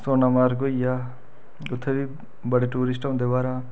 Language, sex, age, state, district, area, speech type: Dogri, male, 30-45, Jammu and Kashmir, Reasi, rural, spontaneous